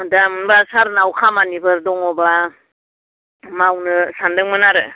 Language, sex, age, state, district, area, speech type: Bodo, female, 45-60, Assam, Kokrajhar, rural, conversation